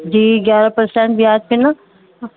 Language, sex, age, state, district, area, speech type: Urdu, female, 30-45, Uttar Pradesh, Muzaffarnagar, urban, conversation